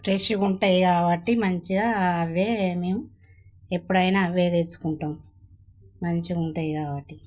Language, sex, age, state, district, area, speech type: Telugu, female, 45-60, Telangana, Jagtial, rural, spontaneous